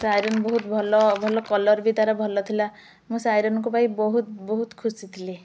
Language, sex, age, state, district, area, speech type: Odia, female, 18-30, Odisha, Ganjam, urban, spontaneous